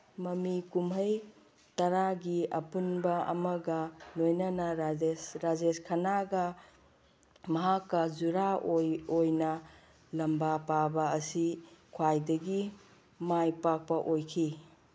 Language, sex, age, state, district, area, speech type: Manipuri, female, 45-60, Manipur, Kangpokpi, urban, read